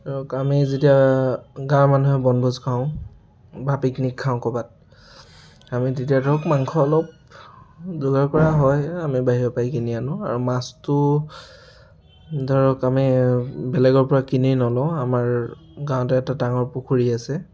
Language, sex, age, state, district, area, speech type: Assamese, male, 30-45, Assam, Dhemaji, rural, spontaneous